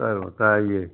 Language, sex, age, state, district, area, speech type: Hindi, male, 60+, Uttar Pradesh, Chandauli, rural, conversation